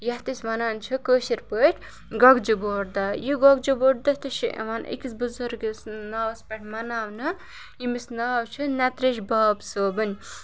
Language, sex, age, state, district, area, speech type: Kashmiri, female, 18-30, Jammu and Kashmir, Kupwara, urban, spontaneous